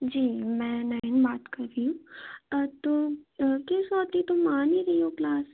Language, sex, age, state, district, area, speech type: Hindi, female, 18-30, Madhya Pradesh, Chhindwara, urban, conversation